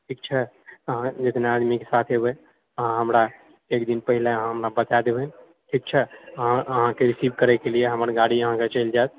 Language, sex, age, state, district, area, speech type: Maithili, male, 60+, Bihar, Purnia, urban, conversation